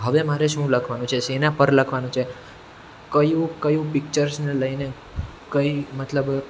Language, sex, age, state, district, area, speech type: Gujarati, male, 18-30, Gujarat, Surat, urban, spontaneous